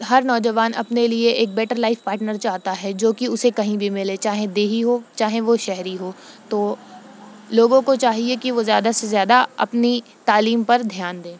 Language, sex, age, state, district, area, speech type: Urdu, female, 18-30, Uttar Pradesh, Shahjahanpur, rural, spontaneous